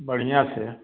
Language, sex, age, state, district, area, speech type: Hindi, male, 60+, Uttar Pradesh, Chandauli, rural, conversation